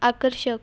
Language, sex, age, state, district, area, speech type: Marathi, female, 18-30, Maharashtra, Washim, rural, read